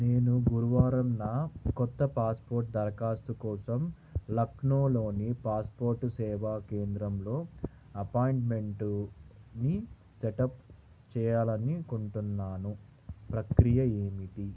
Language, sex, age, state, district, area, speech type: Telugu, male, 30-45, Andhra Pradesh, Krishna, urban, read